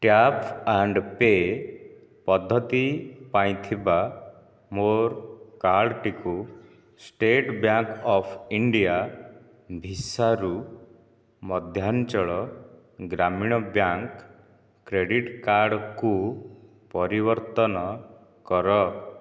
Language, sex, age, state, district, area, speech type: Odia, male, 30-45, Odisha, Nayagarh, rural, read